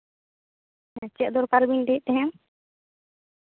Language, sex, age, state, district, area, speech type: Santali, female, 18-30, West Bengal, Bankura, rural, conversation